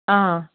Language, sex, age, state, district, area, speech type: Kashmiri, female, 30-45, Jammu and Kashmir, Anantnag, rural, conversation